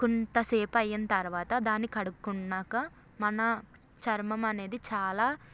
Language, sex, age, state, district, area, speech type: Telugu, female, 18-30, Andhra Pradesh, Eluru, rural, spontaneous